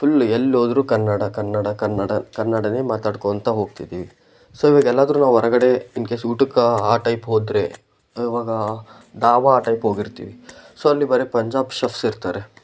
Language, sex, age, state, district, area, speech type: Kannada, male, 18-30, Karnataka, Koppal, rural, spontaneous